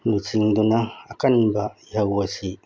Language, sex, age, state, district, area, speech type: Manipuri, male, 60+, Manipur, Bishnupur, rural, spontaneous